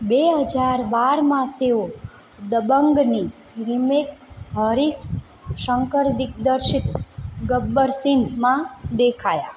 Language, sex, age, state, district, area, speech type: Gujarati, female, 30-45, Gujarat, Morbi, urban, read